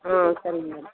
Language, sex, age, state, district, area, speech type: Tamil, female, 60+, Tamil Nadu, Ariyalur, rural, conversation